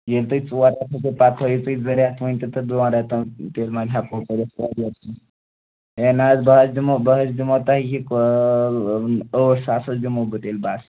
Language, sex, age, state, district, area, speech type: Kashmiri, male, 18-30, Jammu and Kashmir, Ganderbal, rural, conversation